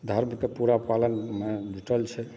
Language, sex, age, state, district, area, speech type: Maithili, male, 45-60, Bihar, Supaul, rural, spontaneous